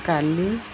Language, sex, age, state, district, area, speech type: Odia, female, 45-60, Odisha, Koraput, urban, spontaneous